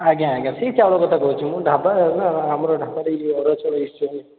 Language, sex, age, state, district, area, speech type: Odia, male, 18-30, Odisha, Puri, urban, conversation